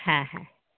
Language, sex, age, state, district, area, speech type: Bengali, female, 18-30, West Bengal, Hooghly, urban, conversation